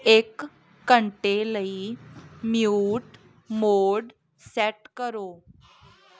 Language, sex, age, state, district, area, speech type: Punjabi, female, 18-30, Punjab, Muktsar, urban, read